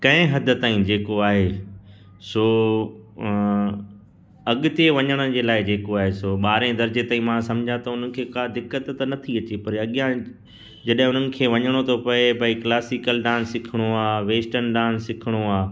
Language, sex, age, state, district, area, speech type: Sindhi, male, 45-60, Gujarat, Kutch, urban, spontaneous